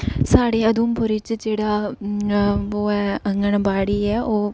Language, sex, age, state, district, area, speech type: Dogri, female, 18-30, Jammu and Kashmir, Udhampur, rural, spontaneous